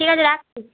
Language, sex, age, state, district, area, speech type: Bengali, female, 18-30, West Bengal, Cooch Behar, urban, conversation